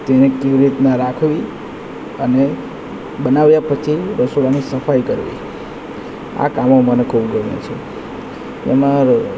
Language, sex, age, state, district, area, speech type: Gujarati, male, 18-30, Gujarat, Valsad, rural, spontaneous